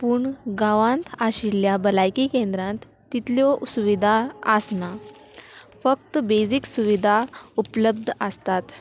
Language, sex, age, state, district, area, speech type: Goan Konkani, female, 18-30, Goa, Salcete, rural, spontaneous